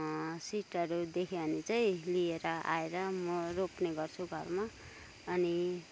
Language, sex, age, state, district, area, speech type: Nepali, female, 30-45, West Bengal, Kalimpong, rural, spontaneous